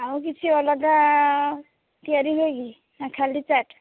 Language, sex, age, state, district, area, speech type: Odia, female, 18-30, Odisha, Balasore, rural, conversation